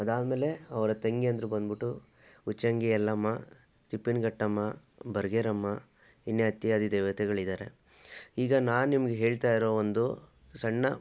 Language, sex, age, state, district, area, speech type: Kannada, male, 60+, Karnataka, Chitradurga, rural, spontaneous